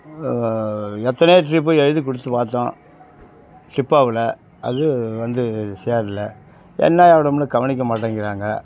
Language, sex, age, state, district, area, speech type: Tamil, male, 60+, Tamil Nadu, Kallakurichi, urban, spontaneous